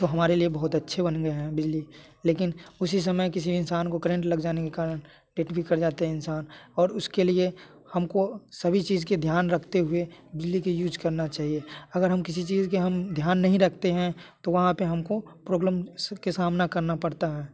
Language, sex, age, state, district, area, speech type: Hindi, male, 18-30, Bihar, Muzaffarpur, urban, spontaneous